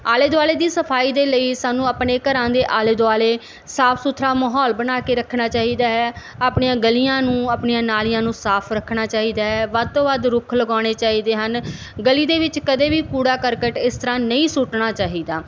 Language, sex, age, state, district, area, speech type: Punjabi, female, 30-45, Punjab, Barnala, urban, spontaneous